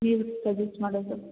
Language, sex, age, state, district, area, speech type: Kannada, female, 18-30, Karnataka, Hassan, urban, conversation